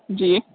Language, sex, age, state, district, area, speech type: Hindi, male, 30-45, Uttar Pradesh, Sonbhadra, rural, conversation